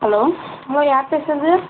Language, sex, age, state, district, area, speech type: Tamil, male, 18-30, Tamil Nadu, Tiruchirappalli, urban, conversation